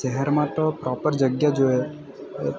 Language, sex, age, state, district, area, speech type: Gujarati, male, 18-30, Gujarat, Valsad, rural, spontaneous